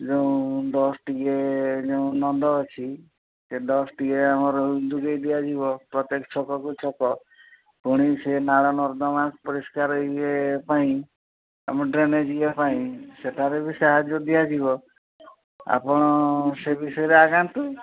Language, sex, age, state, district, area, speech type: Odia, male, 60+, Odisha, Mayurbhanj, rural, conversation